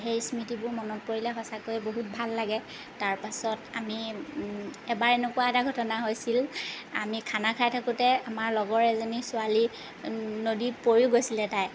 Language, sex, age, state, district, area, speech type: Assamese, female, 30-45, Assam, Lakhimpur, rural, spontaneous